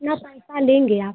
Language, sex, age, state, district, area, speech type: Hindi, female, 30-45, Uttar Pradesh, Ghazipur, rural, conversation